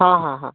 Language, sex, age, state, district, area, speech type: Odia, male, 18-30, Odisha, Bhadrak, rural, conversation